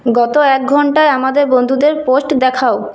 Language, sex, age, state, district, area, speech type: Bengali, female, 18-30, West Bengal, Purulia, urban, read